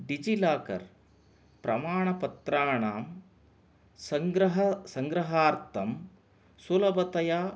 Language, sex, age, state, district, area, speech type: Sanskrit, male, 45-60, Karnataka, Chamarajanagar, urban, spontaneous